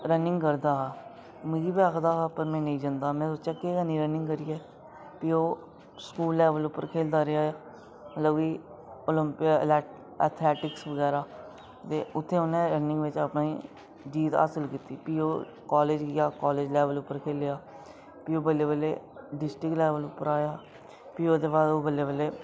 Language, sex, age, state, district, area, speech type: Dogri, male, 18-30, Jammu and Kashmir, Reasi, rural, spontaneous